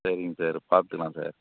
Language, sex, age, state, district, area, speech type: Tamil, male, 30-45, Tamil Nadu, Chengalpattu, rural, conversation